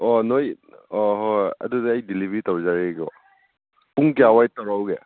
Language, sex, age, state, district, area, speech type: Manipuri, male, 30-45, Manipur, Churachandpur, rural, conversation